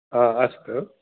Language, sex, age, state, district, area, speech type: Sanskrit, male, 18-30, Karnataka, Uttara Kannada, rural, conversation